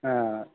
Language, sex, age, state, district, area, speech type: Telugu, male, 18-30, Telangana, Khammam, urban, conversation